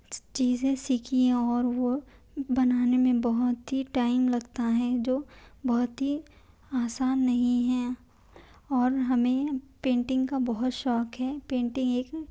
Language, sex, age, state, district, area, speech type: Urdu, female, 18-30, Telangana, Hyderabad, urban, spontaneous